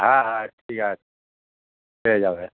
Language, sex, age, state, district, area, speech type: Bengali, male, 60+, West Bengal, Hooghly, rural, conversation